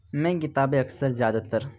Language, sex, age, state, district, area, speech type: Urdu, male, 18-30, Uttar Pradesh, Ghaziabad, urban, spontaneous